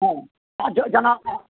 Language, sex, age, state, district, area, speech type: Maithili, male, 60+, Bihar, Madhubani, urban, conversation